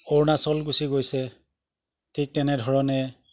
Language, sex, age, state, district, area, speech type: Assamese, male, 60+, Assam, Golaghat, urban, spontaneous